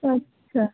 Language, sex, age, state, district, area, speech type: Bengali, female, 30-45, West Bengal, Bankura, urban, conversation